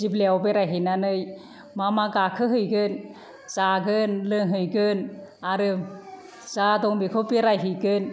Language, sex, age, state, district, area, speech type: Bodo, female, 45-60, Assam, Kokrajhar, rural, spontaneous